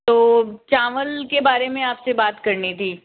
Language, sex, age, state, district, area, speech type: Hindi, female, 60+, Rajasthan, Jaipur, urban, conversation